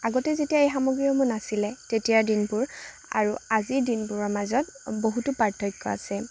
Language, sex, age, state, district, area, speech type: Assamese, female, 18-30, Assam, Lakhimpur, rural, spontaneous